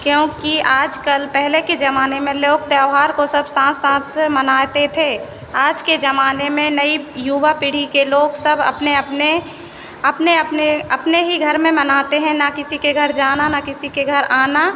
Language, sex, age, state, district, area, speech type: Hindi, female, 18-30, Madhya Pradesh, Hoshangabad, urban, spontaneous